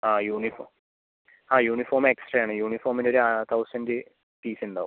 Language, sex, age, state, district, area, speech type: Malayalam, male, 30-45, Kerala, Palakkad, rural, conversation